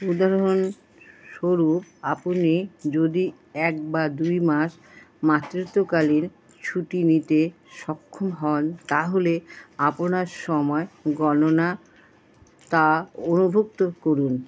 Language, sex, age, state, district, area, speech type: Bengali, female, 45-60, West Bengal, Alipurduar, rural, read